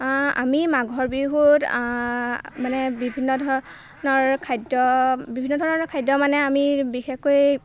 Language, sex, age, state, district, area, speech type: Assamese, female, 18-30, Assam, Golaghat, urban, spontaneous